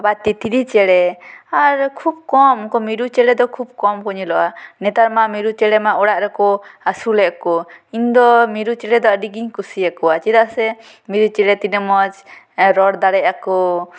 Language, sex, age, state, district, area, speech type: Santali, female, 18-30, West Bengal, Purba Bardhaman, rural, spontaneous